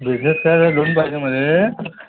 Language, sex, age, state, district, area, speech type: Marathi, male, 30-45, Maharashtra, Akola, rural, conversation